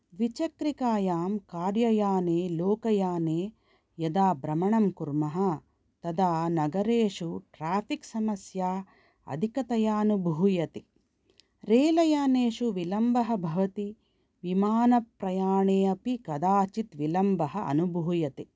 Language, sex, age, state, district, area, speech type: Sanskrit, female, 45-60, Karnataka, Bangalore Urban, urban, spontaneous